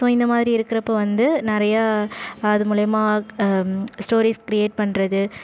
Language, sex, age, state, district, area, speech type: Tamil, female, 30-45, Tamil Nadu, Ariyalur, rural, spontaneous